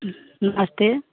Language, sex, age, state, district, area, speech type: Hindi, female, 45-60, Uttar Pradesh, Ghazipur, rural, conversation